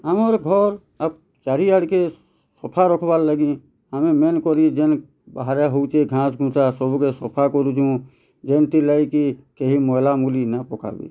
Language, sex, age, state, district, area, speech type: Odia, male, 30-45, Odisha, Bargarh, urban, spontaneous